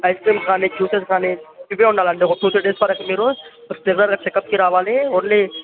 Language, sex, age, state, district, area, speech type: Telugu, male, 18-30, Telangana, Vikarabad, urban, conversation